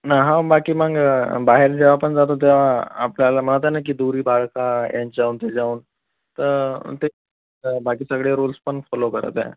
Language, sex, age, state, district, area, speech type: Marathi, male, 18-30, Maharashtra, Akola, urban, conversation